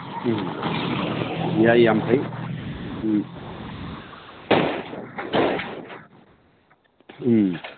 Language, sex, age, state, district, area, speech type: Manipuri, male, 60+, Manipur, Imphal East, rural, conversation